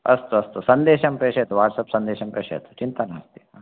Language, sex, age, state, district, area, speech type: Sanskrit, male, 45-60, Karnataka, Shimoga, urban, conversation